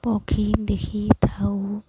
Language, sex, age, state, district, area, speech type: Odia, female, 18-30, Odisha, Nuapada, urban, spontaneous